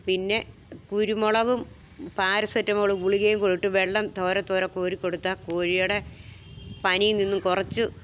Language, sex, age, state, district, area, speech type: Malayalam, female, 60+, Kerala, Alappuzha, rural, spontaneous